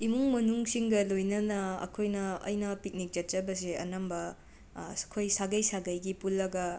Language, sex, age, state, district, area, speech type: Manipuri, other, 45-60, Manipur, Imphal West, urban, spontaneous